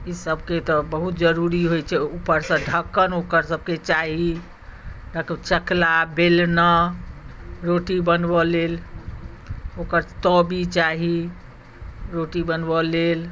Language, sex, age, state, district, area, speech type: Maithili, female, 60+, Bihar, Madhubani, rural, spontaneous